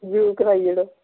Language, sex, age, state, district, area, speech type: Dogri, female, 60+, Jammu and Kashmir, Samba, urban, conversation